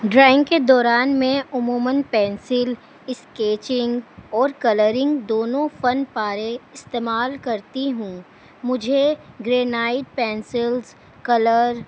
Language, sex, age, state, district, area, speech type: Urdu, female, 18-30, Delhi, New Delhi, urban, spontaneous